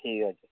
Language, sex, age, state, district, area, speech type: Bengali, male, 18-30, West Bengal, Kolkata, urban, conversation